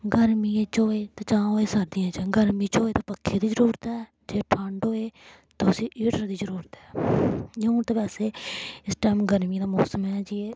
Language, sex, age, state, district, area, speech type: Dogri, female, 18-30, Jammu and Kashmir, Samba, rural, spontaneous